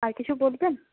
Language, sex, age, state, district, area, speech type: Bengali, female, 18-30, West Bengal, Nadia, rural, conversation